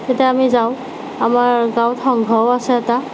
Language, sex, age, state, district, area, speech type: Assamese, female, 18-30, Assam, Darrang, rural, spontaneous